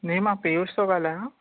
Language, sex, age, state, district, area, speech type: Sindhi, male, 18-30, Maharashtra, Thane, urban, conversation